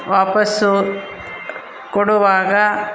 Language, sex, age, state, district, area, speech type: Kannada, female, 45-60, Karnataka, Bangalore Rural, rural, spontaneous